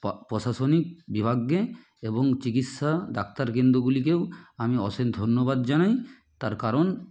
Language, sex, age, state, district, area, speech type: Bengali, male, 18-30, West Bengal, Nadia, rural, spontaneous